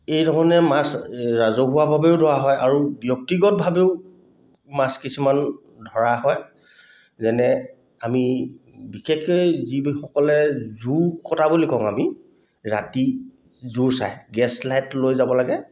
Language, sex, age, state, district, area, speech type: Assamese, male, 45-60, Assam, Dhemaji, rural, spontaneous